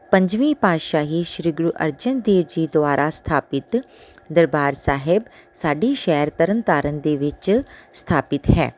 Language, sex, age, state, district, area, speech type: Punjabi, female, 30-45, Punjab, Tarn Taran, urban, spontaneous